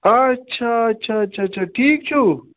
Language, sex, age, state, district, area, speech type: Kashmiri, male, 30-45, Jammu and Kashmir, Ganderbal, rural, conversation